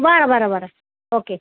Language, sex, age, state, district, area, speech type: Marathi, female, 60+, Maharashtra, Nanded, urban, conversation